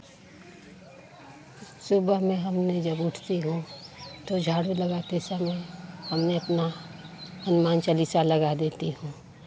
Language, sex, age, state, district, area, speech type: Hindi, female, 45-60, Uttar Pradesh, Chandauli, rural, spontaneous